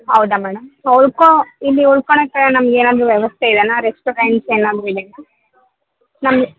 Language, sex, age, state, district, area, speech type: Kannada, female, 18-30, Karnataka, Vijayanagara, rural, conversation